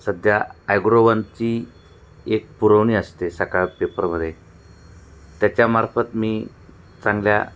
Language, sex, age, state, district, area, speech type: Marathi, male, 45-60, Maharashtra, Nashik, urban, spontaneous